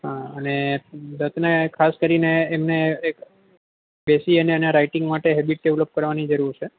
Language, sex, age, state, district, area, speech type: Gujarati, male, 30-45, Gujarat, Junagadh, urban, conversation